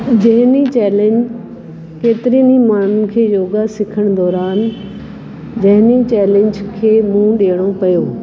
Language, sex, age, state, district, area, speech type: Sindhi, female, 45-60, Delhi, South Delhi, urban, spontaneous